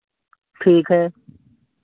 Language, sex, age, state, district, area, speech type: Hindi, male, 30-45, Uttar Pradesh, Sitapur, rural, conversation